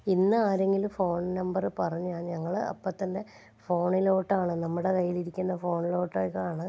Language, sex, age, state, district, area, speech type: Malayalam, female, 30-45, Kerala, Kannur, rural, spontaneous